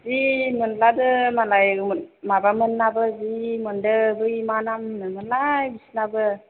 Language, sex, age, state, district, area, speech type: Bodo, female, 30-45, Assam, Chirang, urban, conversation